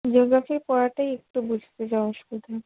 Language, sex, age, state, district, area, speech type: Bengali, female, 18-30, West Bengal, Howrah, urban, conversation